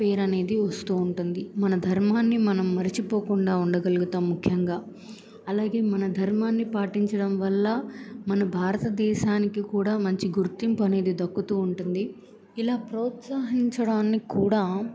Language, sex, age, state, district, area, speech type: Telugu, female, 18-30, Andhra Pradesh, Bapatla, rural, spontaneous